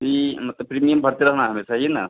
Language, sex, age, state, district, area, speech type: Hindi, male, 45-60, Bihar, Begusarai, rural, conversation